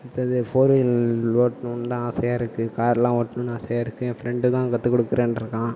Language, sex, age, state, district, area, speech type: Tamil, male, 30-45, Tamil Nadu, Tiruvarur, rural, spontaneous